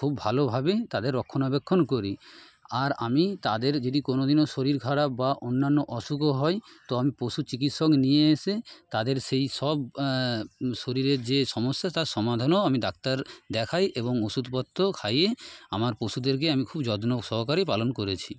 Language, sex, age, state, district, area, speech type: Bengali, male, 30-45, West Bengal, Nadia, urban, spontaneous